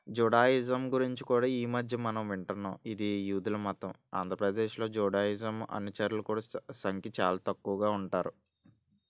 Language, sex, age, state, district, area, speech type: Telugu, male, 18-30, Andhra Pradesh, N T Rama Rao, urban, spontaneous